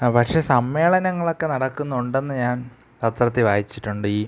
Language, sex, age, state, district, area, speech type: Malayalam, male, 18-30, Kerala, Thiruvananthapuram, urban, spontaneous